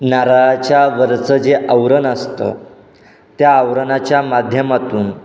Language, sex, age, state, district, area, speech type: Marathi, male, 18-30, Maharashtra, Satara, urban, spontaneous